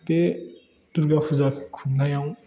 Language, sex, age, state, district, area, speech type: Bodo, male, 18-30, Assam, Udalguri, rural, spontaneous